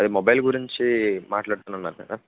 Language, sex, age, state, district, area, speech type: Telugu, male, 18-30, Andhra Pradesh, N T Rama Rao, urban, conversation